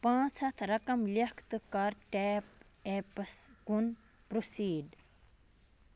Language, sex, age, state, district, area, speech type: Kashmiri, male, 45-60, Jammu and Kashmir, Budgam, rural, read